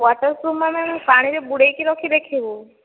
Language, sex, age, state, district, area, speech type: Odia, female, 30-45, Odisha, Jajpur, rural, conversation